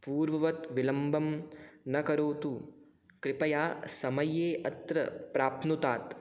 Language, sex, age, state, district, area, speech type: Sanskrit, male, 18-30, Rajasthan, Jaipur, urban, spontaneous